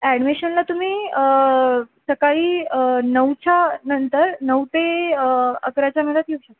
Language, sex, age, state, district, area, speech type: Marathi, female, 18-30, Maharashtra, Jalna, rural, conversation